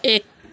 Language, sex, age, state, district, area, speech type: Nepali, female, 45-60, West Bengal, Jalpaiguri, urban, read